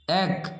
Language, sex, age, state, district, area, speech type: Bengali, male, 18-30, West Bengal, Nadia, rural, read